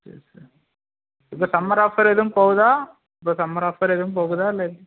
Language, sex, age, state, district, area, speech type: Tamil, male, 18-30, Tamil Nadu, Tirunelveli, rural, conversation